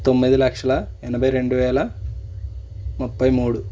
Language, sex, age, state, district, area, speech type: Telugu, male, 30-45, Andhra Pradesh, Eluru, rural, spontaneous